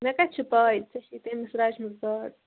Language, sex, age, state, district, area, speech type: Kashmiri, female, 18-30, Jammu and Kashmir, Bandipora, rural, conversation